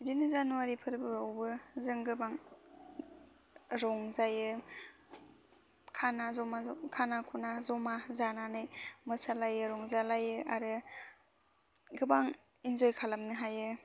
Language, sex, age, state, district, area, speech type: Bodo, female, 18-30, Assam, Baksa, rural, spontaneous